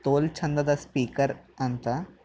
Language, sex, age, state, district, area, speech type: Kannada, male, 18-30, Karnataka, Bidar, urban, spontaneous